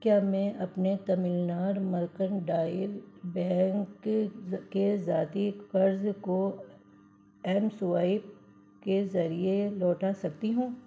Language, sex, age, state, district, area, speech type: Urdu, female, 60+, Delhi, Central Delhi, urban, read